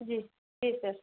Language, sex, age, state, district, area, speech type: Hindi, female, 30-45, Madhya Pradesh, Bhopal, rural, conversation